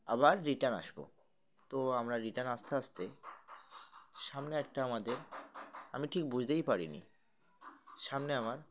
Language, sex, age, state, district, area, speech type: Bengali, male, 18-30, West Bengal, Uttar Dinajpur, urban, spontaneous